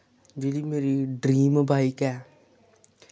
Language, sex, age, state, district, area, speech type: Dogri, male, 18-30, Jammu and Kashmir, Samba, rural, spontaneous